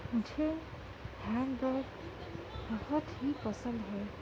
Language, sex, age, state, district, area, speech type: Urdu, female, 30-45, Uttar Pradesh, Gautam Buddha Nagar, urban, spontaneous